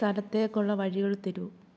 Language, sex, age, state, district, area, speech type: Malayalam, female, 30-45, Kerala, Alappuzha, rural, read